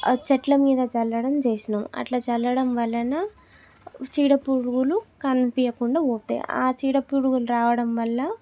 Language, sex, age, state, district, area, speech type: Telugu, female, 18-30, Telangana, Suryapet, urban, spontaneous